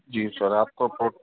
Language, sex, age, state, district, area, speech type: Hindi, male, 45-60, Madhya Pradesh, Hoshangabad, rural, conversation